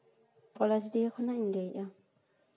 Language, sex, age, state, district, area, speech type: Santali, female, 18-30, West Bengal, Paschim Bardhaman, urban, spontaneous